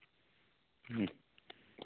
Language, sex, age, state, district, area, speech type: Santali, male, 18-30, Jharkhand, East Singhbhum, rural, conversation